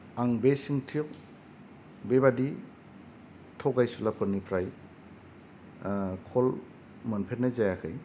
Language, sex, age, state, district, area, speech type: Bodo, male, 30-45, Assam, Kokrajhar, rural, spontaneous